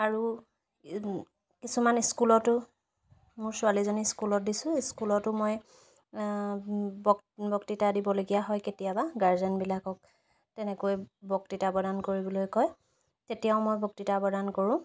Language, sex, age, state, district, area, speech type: Assamese, female, 18-30, Assam, Sivasagar, rural, spontaneous